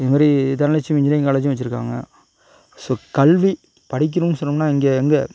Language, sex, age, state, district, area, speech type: Tamil, male, 18-30, Tamil Nadu, Tiruchirappalli, rural, spontaneous